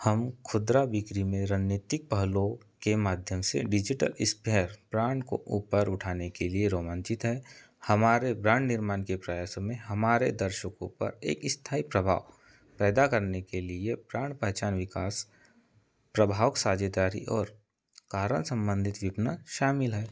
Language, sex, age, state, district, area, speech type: Hindi, male, 30-45, Madhya Pradesh, Seoni, rural, read